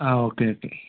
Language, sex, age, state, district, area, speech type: Malayalam, male, 18-30, Kerala, Idukki, rural, conversation